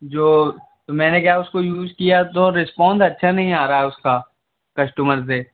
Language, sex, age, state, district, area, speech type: Hindi, male, 30-45, Madhya Pradesh, Gwalior, urban, conversation